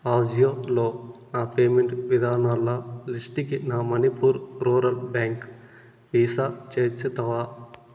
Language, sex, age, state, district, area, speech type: Telugu, male, 30-45, Andhra Pradesh, Sri Balaji, urban, read